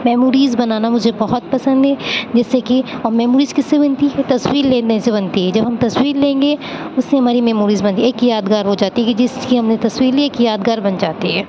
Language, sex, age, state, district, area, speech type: Urdu, female, 18-30, Uttar Pradesh, Aligarh, urban, spontaneous